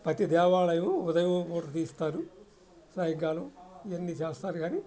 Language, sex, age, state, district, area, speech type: Telugu, male, 60+, Andhra Pradesh, Guntur, urban, spontaneous